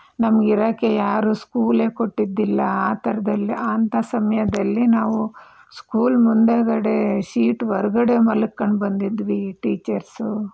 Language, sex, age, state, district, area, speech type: Kannada, female, 45-60, Karnataka, Chitradurga, rural, spontaneous